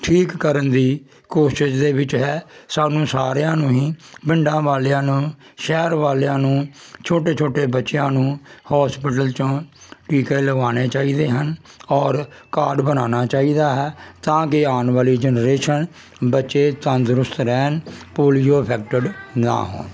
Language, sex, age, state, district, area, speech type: Punjabi, male, 60+, Punjab, Jalandhar, rural, spontaneous